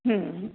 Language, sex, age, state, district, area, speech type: Marathi, female, 60+, Maharashtra, Ahmednagar, urban, conversation